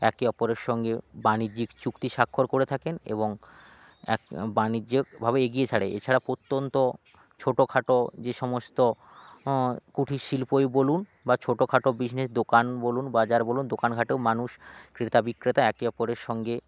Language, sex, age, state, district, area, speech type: Bengali, male, 18-30, West Bengal, Jalpaiguri, rural, spontaneous